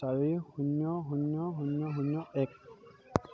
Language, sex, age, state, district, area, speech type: Assamese, male, 18-30, Assam, Sivasagar, rural, read